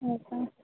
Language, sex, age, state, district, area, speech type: Marathi, female, 18-30, Maharashtra, Nanded, urban, conversation